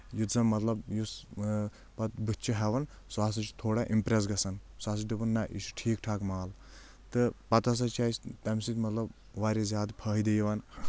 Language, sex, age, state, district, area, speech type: Kashmiri, male, 18-30, Jammu and Kashmir, Anantnag, rural, spontaneous